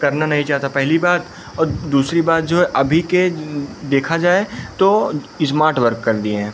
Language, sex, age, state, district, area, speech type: Hindi, male, 18-30, Uttar Pradesh, Pratapgarh, urban, spontaneous